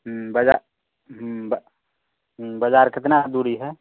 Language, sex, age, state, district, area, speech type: Hindi, male, 45-60, Bihar, Samastipur, urban, conversation